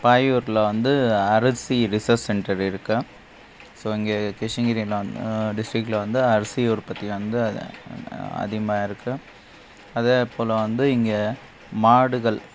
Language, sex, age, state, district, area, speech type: Tamil, male, 30-45, Tamil Nadu, Krishnagiri, rural, spontaneous